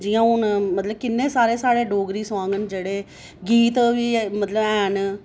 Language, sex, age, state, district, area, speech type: Dogri, female, 30-45, Jammu and Kashmir, Reasi, urban, spontaneous